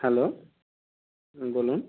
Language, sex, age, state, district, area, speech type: Bengali, male, 60+, West Bengal, Purba Medinipur, rural, conversation